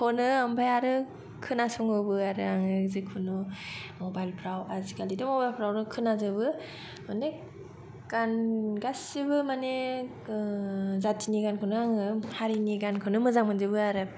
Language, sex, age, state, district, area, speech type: Bodo, female, 30-45, Assam, Kokrajhar, urban, spontaneous